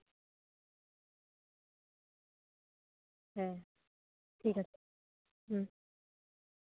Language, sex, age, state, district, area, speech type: Santali, female, 18-30, West Bengal, Paschim Bardhaman, rural, conversation